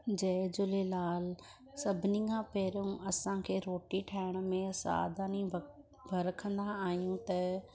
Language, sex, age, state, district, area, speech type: Sindhi, female, 30-45, Gujarat, Surat, urban, spontaneous